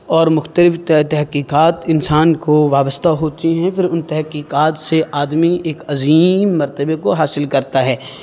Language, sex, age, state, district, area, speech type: Urdu, male, 18-30, Uttar Pradesh, Saharanpur, urban, spontaneous